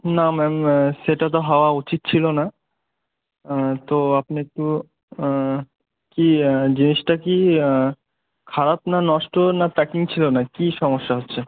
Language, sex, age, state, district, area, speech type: Bengali, male, 18-30, West Bengal, Murshidabad, urban, conversation